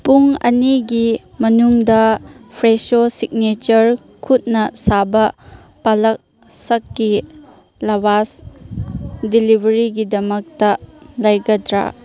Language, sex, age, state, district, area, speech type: Manipuri, female, 30-45, Manipur, Chandel, rural, read